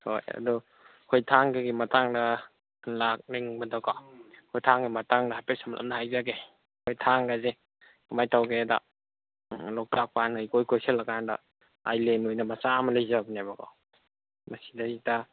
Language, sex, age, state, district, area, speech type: Manipuri, male, 18-30, Manipur, Senapati, rural, conversation